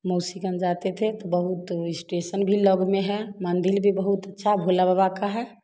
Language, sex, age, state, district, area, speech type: Hindi, female, 30-45, Bihar, Samastipur, rural, spontaneous